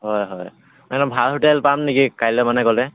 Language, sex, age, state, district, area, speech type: Assamese, male, 18-30, Assam, Dhemaji, rural, conversation